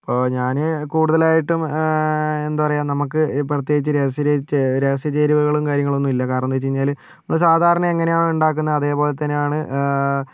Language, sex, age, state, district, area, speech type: Malayalam, male, 30-45, Kerala, Kozhikode, urban, spontaneous